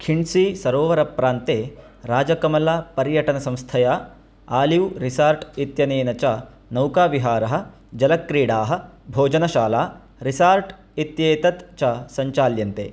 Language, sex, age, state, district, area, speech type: Sanskrit, male, 30-45, Karnataka, Dakshina Kannada, rural, read